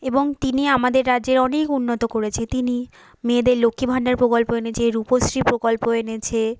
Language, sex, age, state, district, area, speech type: Bengali, female, 30-45, West Bengal, South 24 Parganas, rural, spontaneous